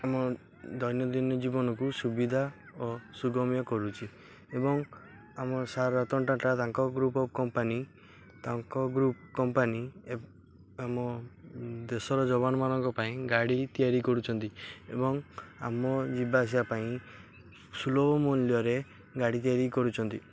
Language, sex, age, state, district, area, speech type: Odia, male, 18-30, Odisha, Jagatsinghpur, urban, spontaneous